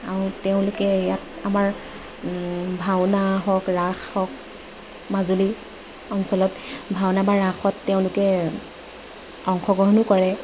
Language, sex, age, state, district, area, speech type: Assamese, female, 30-45, Assam, Majuli, urban, spontaneous